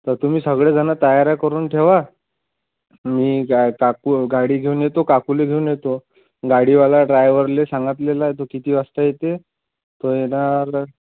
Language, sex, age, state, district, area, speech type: Marathi, male, 18-30, Maharashtra, Amravati, urban, conversation